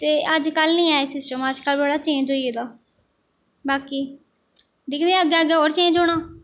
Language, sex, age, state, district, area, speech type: Dogri, female, 18-30, Jammu and Kashmir, Jammu, rural, spontaneous